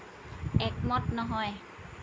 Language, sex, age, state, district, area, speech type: Assamese, female, 30-45, Assam, Lakhimpur, rural, read